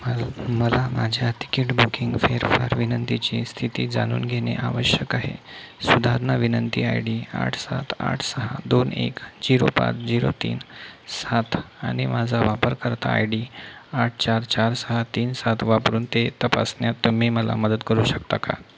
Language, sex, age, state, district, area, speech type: Marathi, male, 30-45, Maharashtra, Amravati, urban, read